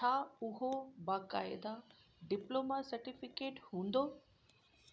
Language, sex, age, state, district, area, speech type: Sindhi, female, 45-60, Gujarat, Kutch, urban, read